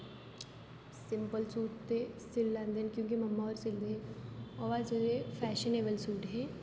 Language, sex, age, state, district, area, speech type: Dogri, female, 18-30, Jammu and Kashmir, Jammu, urban, spontaneous